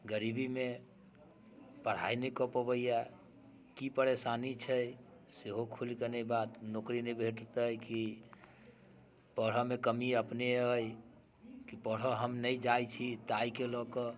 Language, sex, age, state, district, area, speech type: Maithili, male, 45-60, Bihar, Muzaffarpur, urban, spontaneous